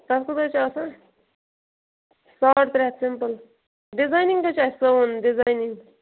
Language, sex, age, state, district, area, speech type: Kashmiri, female, 30-45, Jammu and Kashmir, Bandipora, rural, conversation